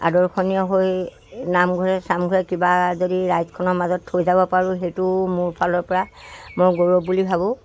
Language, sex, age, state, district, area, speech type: Assamese, male, 60+, Assam, Dibrugarh, rural, spontaneous